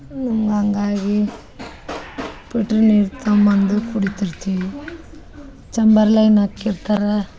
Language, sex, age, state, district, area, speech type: Kannada, female, 30-45, Karnataka, Dharwad, urban, spontaneous